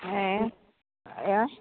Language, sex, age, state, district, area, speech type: Malayalam, female, 45-60, Kerala, Idukki, rural, conversation